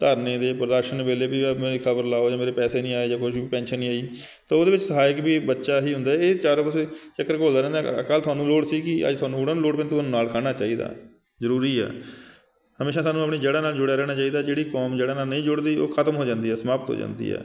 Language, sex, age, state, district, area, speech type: Punjabi, male, 45-60, Punjab, Shaheed Bhagat Singh Nagar, urban, spontaneous